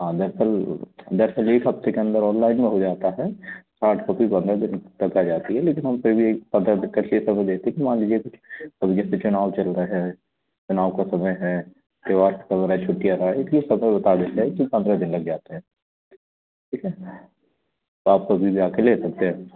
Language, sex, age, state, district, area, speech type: Hindi, male, 30-45, Madhya Pradesh, Katni, urban, conversation